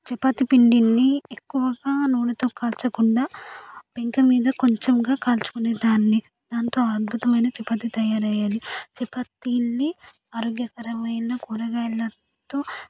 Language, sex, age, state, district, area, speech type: Telugu, female, 18-30, Telangana, Vikarabad, rural, spontaneous